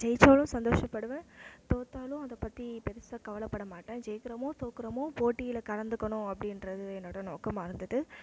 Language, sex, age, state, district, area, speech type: Tamil, female, 18-30, Tamil Nadu, Mayiladuthurai, urban, spontaneous